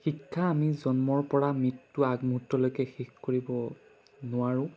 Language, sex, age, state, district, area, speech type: Assamese, male, 30-45, Assam, Jorhat, urban, spontaneous